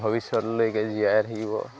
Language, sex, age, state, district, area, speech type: Assamese, male, 18-30, Assam, Majuli, urban, spontaneous